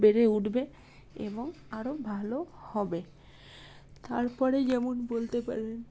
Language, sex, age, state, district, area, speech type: Bengali, female, 30-45, West Bengal, Paschim Bardhaman, urban, spontaneous